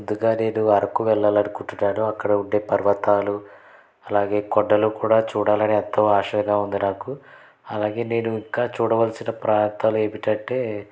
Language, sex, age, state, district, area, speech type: Telugu, male, 30-45, Andhra Pradesh, Konaseema, rural, spontaneous